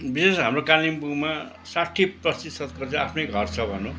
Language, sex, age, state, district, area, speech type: Nepali, male, 60+, West Bengal, Kalimpong, rural, spontaneous